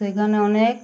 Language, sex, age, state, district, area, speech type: Bengali, female, 18-30, West Bengal, Uttar Dinajpur, urban, spontaneous